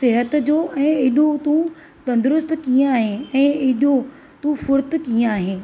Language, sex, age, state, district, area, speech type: Sindhi, female, 30-45, Maharashtra, Thane, urban, spontaneous